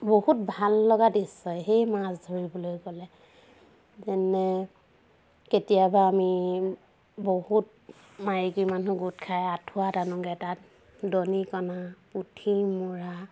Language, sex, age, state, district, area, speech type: Assamese, female, 45-60, Assam, Dhemaji, urban, spontaneous